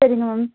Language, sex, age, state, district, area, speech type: Tamil, female, 30-45, Tamil Nadu, Nilgiris, urban, conversation